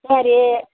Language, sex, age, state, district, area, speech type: Tamil, female, 60+, Tamil Nadu, Tiruppur, rural, conversation